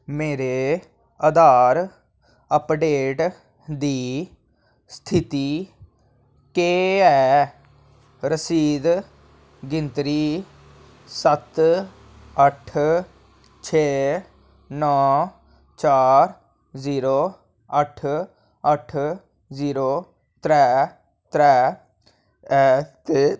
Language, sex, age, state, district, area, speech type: Dogri, male, 18-30, Jammu and Kashmir, Jammu, urban, read